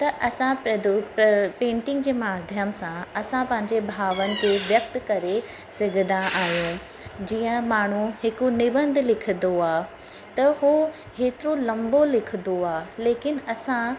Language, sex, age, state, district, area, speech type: Sindhi, female, 30-45, Uttar Pradesh, Lucknow, rural, spontaneous